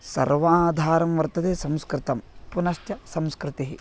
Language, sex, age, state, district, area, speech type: Sanskrit, male, 18-30, Karnataka, Vijayapura, rural, spontaneous